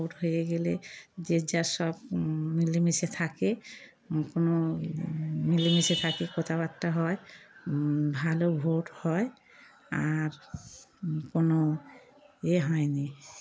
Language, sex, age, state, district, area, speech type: Bengali, female, 60+, West Bengal, Darjeeling, rural, spontaneous